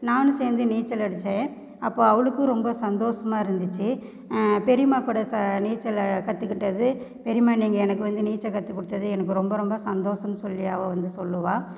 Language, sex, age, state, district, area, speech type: Tamil, female, 30-45, Tamil Nadu, Namakkal, rural, spontaneous